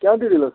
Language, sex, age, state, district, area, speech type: Kashmiri, male, 30-45, Jammu and Kashmir, Budgam, rural, conversation